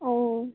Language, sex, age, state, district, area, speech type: Bengali, female, 18-30, West Bengal, Dakshin Dinajpur, urban, conversation